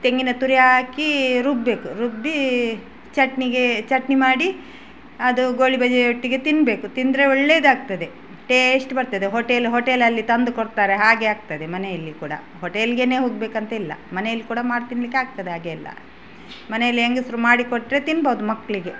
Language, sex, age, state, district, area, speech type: Kannada, female, 45-60, Karnataka, Udupi, rural, spontaneous